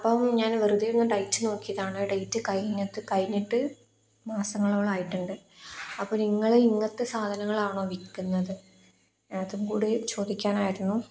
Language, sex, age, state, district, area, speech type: Malayalam, female, 18-30, Kerala, Kozhikode, rural, spontaneous